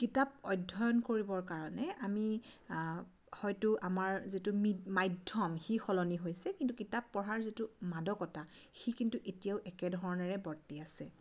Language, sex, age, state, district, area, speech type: Assamese, female, 30-45, Assam, Majuli, urban, spontaneous